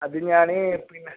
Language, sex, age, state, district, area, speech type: Malayalam, male, 18-30, Kerala, Kozhikode, urban, conversation